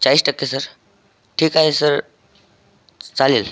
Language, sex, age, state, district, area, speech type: Marathi, male, 18-30, Maharashtra, Buldhana, rural, spontaneous